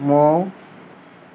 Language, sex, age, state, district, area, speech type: Bengali, male, 30-45, West Bengal, Uttar Dinajpur, urban, spontaneous